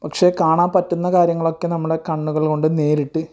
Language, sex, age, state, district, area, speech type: Malayalam, male, 45-60, Kerala, Kasaragod, rural, spontaneous